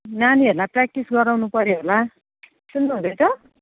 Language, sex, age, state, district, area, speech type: Nepali, female, 45-60, West Bengal, Jalpaiguri, urban, conversation